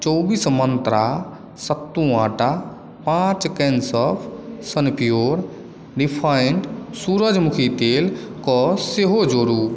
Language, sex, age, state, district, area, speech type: Maithili, male, 18-30, Bihar, Madhubani, rural, read